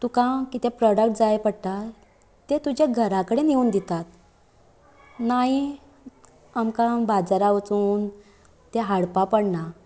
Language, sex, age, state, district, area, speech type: Goan Konkani, female, 18-30, Goa, Canacona, rural, spontaneous